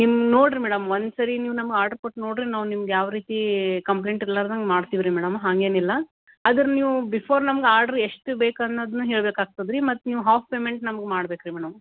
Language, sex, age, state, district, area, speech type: Kannada, female, 30-45, Karnataka, Gulbarga, urban, conversation